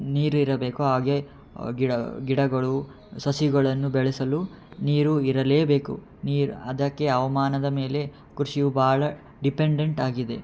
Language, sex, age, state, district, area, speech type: Kannada, male, 18-30, Karnataka, Yadgir, urban, spontaneous